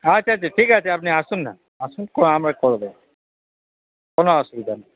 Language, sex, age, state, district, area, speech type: Bengali, male, 30-45, West Bengal, Paschim Bardhaman, urban, conversation